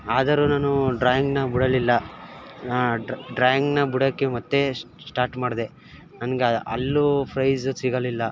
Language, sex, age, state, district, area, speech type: Kannada, male, 18-30, Karnataka, Mysore, urban, spontaneous